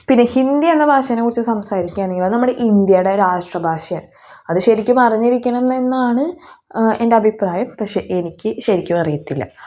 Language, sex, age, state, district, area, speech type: Malayalam, female, 18-30, Kerala, Thrissur, rural, spontaneous